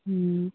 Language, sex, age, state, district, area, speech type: Telugu, female, 30-45, Telangana, Hanamkonda, urban, conversation